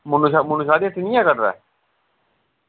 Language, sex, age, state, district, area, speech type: Dogri, male, 18-30, Jammu and Kashmir, Reasi, rural, conversation